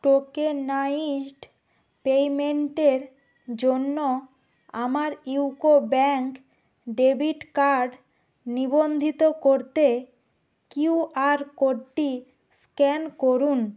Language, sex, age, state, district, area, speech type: Bengali, female, 30-45, West Bengal, Purba Medinipur, rural, read